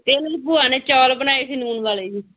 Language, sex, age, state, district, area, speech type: Punjabi, female, 18-30, Punjab, Moga, rural, conversation